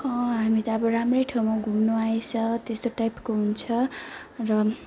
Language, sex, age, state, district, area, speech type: Nepali, female, 30-45, West Bengal, Alipurduar, urban, spontaneous